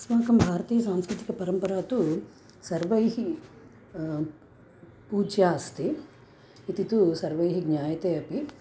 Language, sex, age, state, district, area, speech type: Sanskrit, female, 30-45, Andhra Pradesh, Krishna, urban, spontaneous